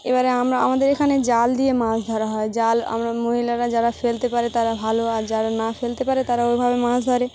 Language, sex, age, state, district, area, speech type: Bengali, female, 30-45, West Bengal, Dakshin Dinajpur, urban, spontaneous